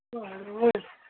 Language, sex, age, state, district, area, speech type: Manipuri, female, 45-60, Manipur, Imphal East, rural, conversation